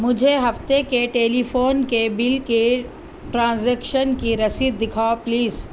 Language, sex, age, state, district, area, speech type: Urdu, female, 30-45, Telangana, Hyderabad, urban, read